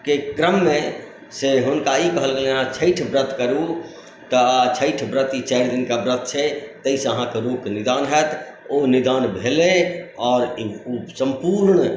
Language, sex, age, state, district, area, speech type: Maithili, male, 45-60, Bihar, Madhubani, urban, spontaneous